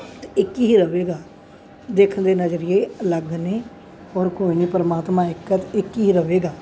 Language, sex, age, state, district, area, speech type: Punjabi, female, 60+, Punjab, Bathinda, urban, spontaneous